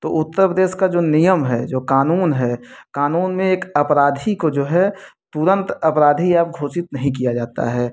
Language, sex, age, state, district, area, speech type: Hindi, male, 30-45, Uttar Pradesh, Prayagraj, urban, spontaneous